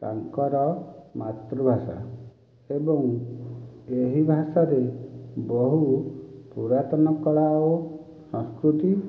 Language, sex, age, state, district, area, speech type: Odia, male, 45-60, Odisha, Dhenkanal, rural, spontaneous